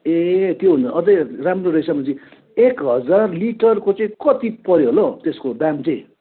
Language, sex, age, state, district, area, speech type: Nepali, male, 45-60, West Bengal, Darjeeling, rural, conversation